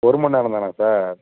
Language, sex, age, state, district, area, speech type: Tamil, male, 30-45, Tamil Nadu, Thanjavur, rural, conversation